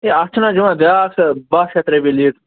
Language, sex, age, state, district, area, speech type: Kashmiri, male, 18-30, Jammu and Kashmir, Bandipora, rural, conversation